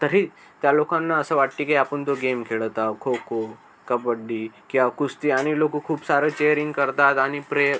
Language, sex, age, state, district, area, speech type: Marathi, male, 18-30, Maharashtra, Akola, rural, spontaneous